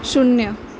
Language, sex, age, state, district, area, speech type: Marathi, female, 18-30, Maharashtra, Mumbai Suburban, urban, read